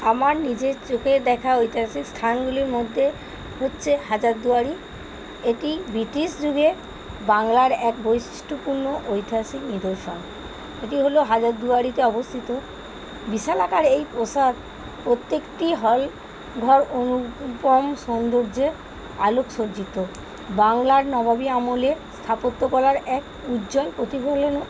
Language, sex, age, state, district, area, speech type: Bengali, female, 30-45, West Bengal, Birbhum, urban, spontaneous